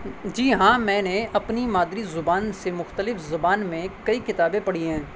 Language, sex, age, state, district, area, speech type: Urdu, male, 30-45, Delhi, North West Delhi, urban, spontaneous